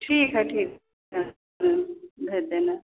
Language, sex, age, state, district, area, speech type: Hindi, female, 45-60, Uttar Pradesh, Ayodhya, rural, conversation